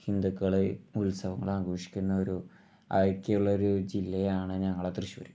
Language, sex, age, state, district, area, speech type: Malayalam, male, 18-30, Kerala, Thrissur, rural, spontaneous